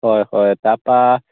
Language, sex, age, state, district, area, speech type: Assamese, male, 18-30, Assam, Lakhimpur, urban, conversation